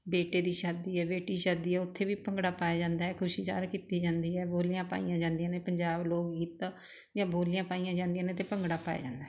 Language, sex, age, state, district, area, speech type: Punjabi, female, 60+, Punjab, Barnala, rural, spontaneous